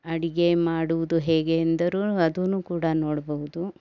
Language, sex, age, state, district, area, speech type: Kannada, female, 60+, Karnataka, Bangalore Urban, rural, spontaneous